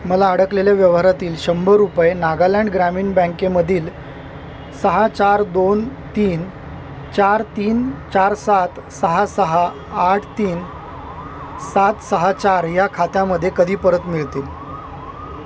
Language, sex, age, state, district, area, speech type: Marathi, male, 30-45, Maharashtra, Mumbai Suburban, urban, read